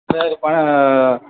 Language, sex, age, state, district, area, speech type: Tamil, male, 45-60, Tamil Nadu, Vellore, rural, conversation